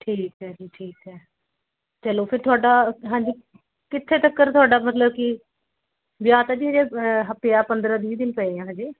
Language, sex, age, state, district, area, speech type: Punjabi, female, 30-45, Punjab, Ludhiana, urban, conversation